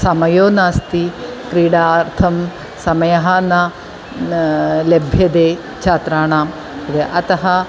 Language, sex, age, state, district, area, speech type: Sanskrit, female, 45-60, Kerala, Ernakulam, urban, spontaneous